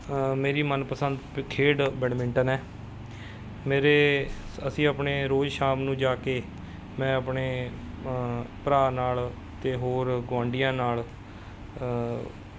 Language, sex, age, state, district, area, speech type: Punjabi, male, 30-45, Punjab, Mohali, urban, spontaneous